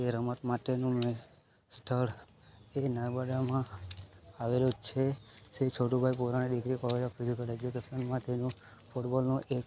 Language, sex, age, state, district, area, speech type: Gujarati, male, 18-30, Gujarat, Narmada, rural, spontaneous